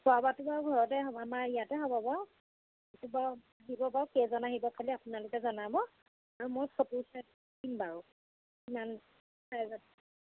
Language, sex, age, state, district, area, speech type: Assamese, female, 30-45, Assam, Golaghat, urban, conversation